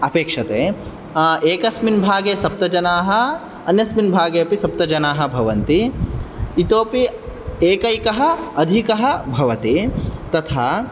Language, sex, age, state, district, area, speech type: Sanskrit, male, 18-30, Karnataka, Uttara Kannada, rural, spontaneous